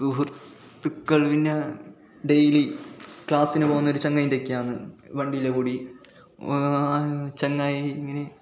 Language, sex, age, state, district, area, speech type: Malayalam, male, 18-30, Kerala, Kasaragod, rural, spontaneous